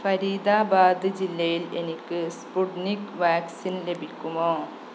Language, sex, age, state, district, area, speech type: Malayalam, female, 30-45, Kerala, Malappuram, rural, read